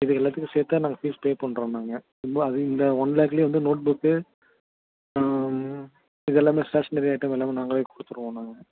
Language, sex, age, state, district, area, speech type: Tamil, male, 30-45, Tamil Nadu, Tiruvarur, rural, conversation